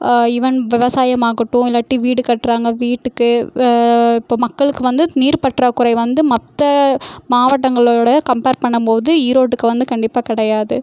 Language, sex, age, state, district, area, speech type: Tamil, female, 18-30, Tamil Nadu, Erode, rural, spontaneous